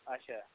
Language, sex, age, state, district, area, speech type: Kashmiri, male, 30-45, Jammu and Kashmir, Shopian, rural, conversation